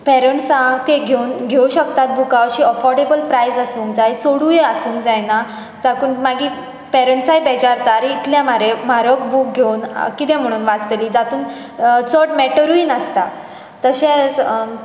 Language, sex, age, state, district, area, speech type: Goan Konkani, female, 18-30, Goa, Bardez, rural, spontaneous